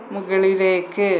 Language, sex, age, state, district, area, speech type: Malayalam, female, 30-45, Kerala, Malappuram, rural, read